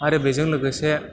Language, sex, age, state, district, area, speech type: Bodo, male, 18-30, Assam, Chirang, rural, spontaneous